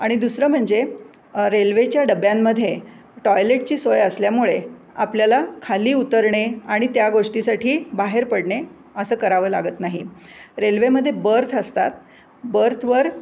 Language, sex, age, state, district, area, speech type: Marathi, female, 60+, Maharashtra, Pune, urban, spontaneous